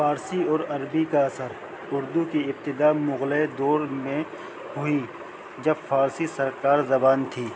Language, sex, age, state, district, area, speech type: Urdu, male, 45-60, Delhi, North East Delhi, urban, spontaneous